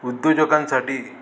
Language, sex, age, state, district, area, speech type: Marathi, male, 45-60, Maharashtra, Amravati, rural, spontaneous